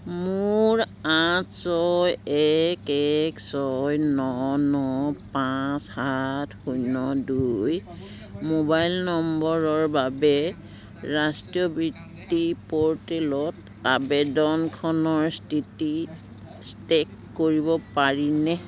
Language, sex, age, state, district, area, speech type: Assamese, female, 60+, Assam, Biswanath, rural, read